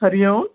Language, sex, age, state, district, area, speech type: Sanskrit, female, 45-60, Andhra Pradesh, Krishna, urban, conversation